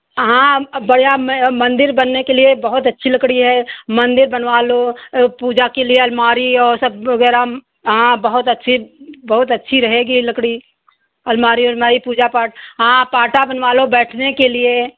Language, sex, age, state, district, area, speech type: Hindi, female, 60+, Uttar Pradesh, Hardoi, rural, conversation